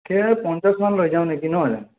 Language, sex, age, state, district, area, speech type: Assamese, male, 30-45, Assam, Sonitpur, rural, conversation